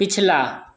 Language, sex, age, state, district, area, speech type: Hindi, male, 30-45, Bihar, Begusarai, rural, read